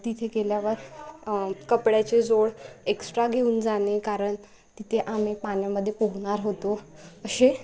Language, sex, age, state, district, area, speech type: Marathi, female, 18-30, Maharashtra, Wardha, rural, spontaneous